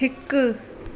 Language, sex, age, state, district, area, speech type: Sindhi, female, 18-30, Gujarat, Surat, urban, read